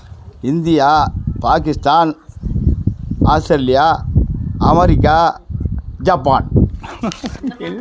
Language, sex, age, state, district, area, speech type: Tamil, male, 60+, Tamil Nadu, Kallakurichi, urban, spontaneous